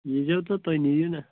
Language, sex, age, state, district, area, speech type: Kashmiri, male, 18-30, Jammu and Kashmir, Shopian, rural, conversation